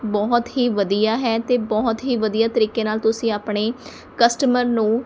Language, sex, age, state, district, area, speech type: Punjabi, female, 30-45, Punjab, Mohali, rural, spontaneous